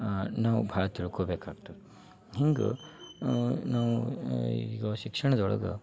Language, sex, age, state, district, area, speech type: Kannada, male, 30-45, Karnataka, Dharwad, rural, spontaneous